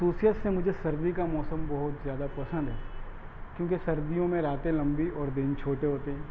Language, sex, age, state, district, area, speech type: Urdu, male, 45-60, Maharashtra, Nashik, urban, spontaneous